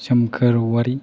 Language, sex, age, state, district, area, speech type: Bodo, male, 18-30, Assam, Chirang, rural, spontaneous